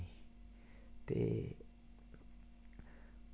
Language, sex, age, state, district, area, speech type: Dogri, male, 30-45, Jammu and Kashmir, Samba, rural, spontaneous